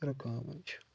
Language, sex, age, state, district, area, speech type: Kashmiri, male, 18-30, Jammu and Kashmir, Shopian, rural, spontaneous